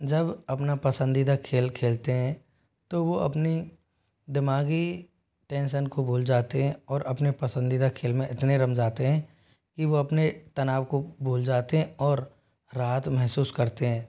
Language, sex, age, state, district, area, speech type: Hindi, male, 18-30, Rajasthan, Jodhpur, rural, spontaneous